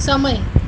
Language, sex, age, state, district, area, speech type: Gujarati, female, 30-45, Gujarat, Ahmedabad, urban, read